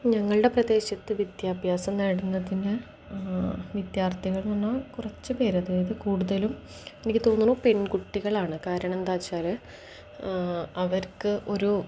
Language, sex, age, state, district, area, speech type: Malayalam, female, 18-30, Kerala, Palakkad, rural, spontaneous